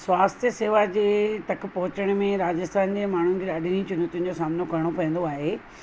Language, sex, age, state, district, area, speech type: Sindhi, female, 45-60, Rajasthan, Ajmer, urban, spontaneous